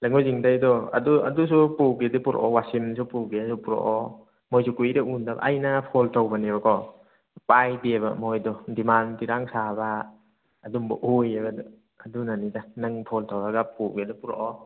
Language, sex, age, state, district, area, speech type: Manipuri, male, 30-45, Manipur, Thoubal, rural, conversation